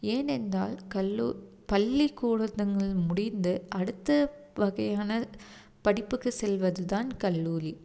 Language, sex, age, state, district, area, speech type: Tamil, female, 30-45, Tamil Nadu, Tiruppur, urban, spontaneous